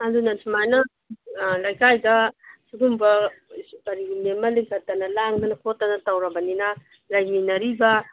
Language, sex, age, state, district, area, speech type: Manipuri, female, 45-60, Manipur, Kangpokpi, urban, conversation